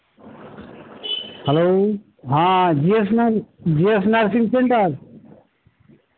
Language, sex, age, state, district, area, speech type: Bengali, male, 60+, West Bengal, Murshidabad, rural, conversation